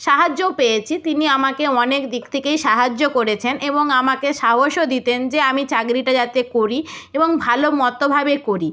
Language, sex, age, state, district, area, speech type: Bengali, female, 60+, West Bengal, Nadia, rural, spontaneous